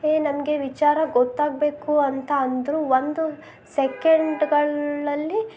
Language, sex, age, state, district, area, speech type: Kannada, female, 30-45, Karnataka, Chitradurga, rural, spontaneous